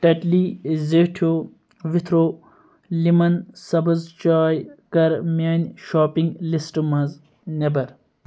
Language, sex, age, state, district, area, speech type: Kashmiri, male, 18-30, Jammu and Kashmir, Kupwara, rural, read